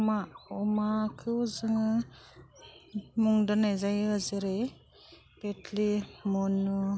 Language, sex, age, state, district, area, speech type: Bodo, female, 18-30, Assam, Udalguri, urban, spontaneous